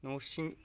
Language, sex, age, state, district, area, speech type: Bodo, male, 45-60, Assam, Kokrajhar, urban, spontaneous